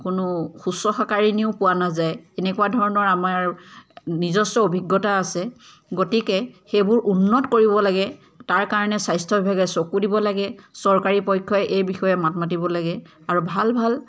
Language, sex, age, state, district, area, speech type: Assamese, female, 30-45, Assam, Charaideo, urban, spontaneous